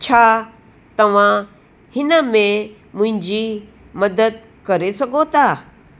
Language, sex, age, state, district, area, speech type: Sindhi, female, 60+, Uttar Pradesh, Lucknow, rural, read